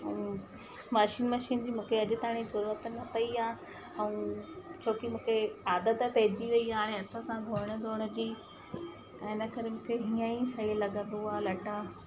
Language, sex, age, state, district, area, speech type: Sindhi, female, 30-45, Madhya Pradesh, Katni, urban, spontaneous